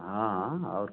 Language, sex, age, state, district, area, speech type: Hindi, male, 45-60, Uttar Pradesh, Mau, rural, conversation